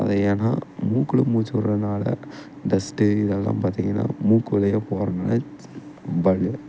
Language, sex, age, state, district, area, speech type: Tamil, male, 18-30, Tamil Nadu, Tiruppur, rural, spontaneous